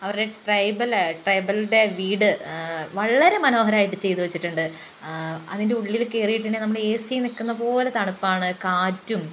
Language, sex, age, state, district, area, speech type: Malayalam, female, 18-30, Kerala, Wayanad, rural, spontaneous